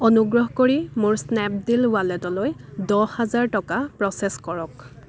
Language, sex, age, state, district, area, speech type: Assamese, female, 30-45, Assam, Dibrugarh, rural, read